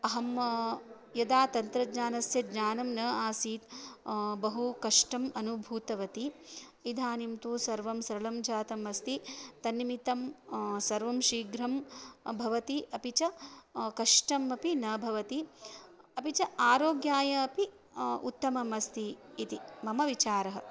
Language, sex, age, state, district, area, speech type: Sanskrit, female, 30-45, Karnataka, Shimoga, rural, spontaneous